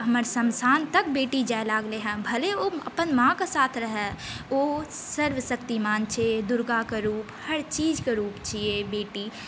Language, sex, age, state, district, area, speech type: Maithili, female, 18-30, Bihar, Saharsa, rural, spontaneous